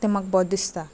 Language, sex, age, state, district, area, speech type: Goan Konkani, female, 30-45, Goa, Quepem, rural, spontaneous